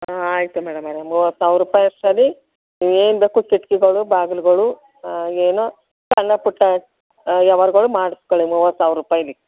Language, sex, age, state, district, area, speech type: Kannada, female, 60+, Karnataka, Mandya, rural, conversation